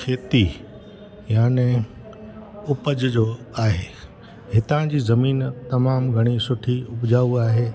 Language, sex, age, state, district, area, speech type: Sindhi, male, 60+, Gujarat, Junagadh, rural, spontaneous